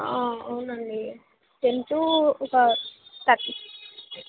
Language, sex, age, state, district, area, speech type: Telugu, female, 18-30, Telangana, Vikarabad, rural, conversation